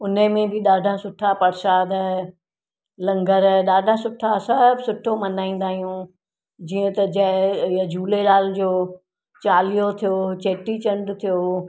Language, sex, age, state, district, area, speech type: Sindhi, female, 60+, Gujarat, Surat, urban, spontaneous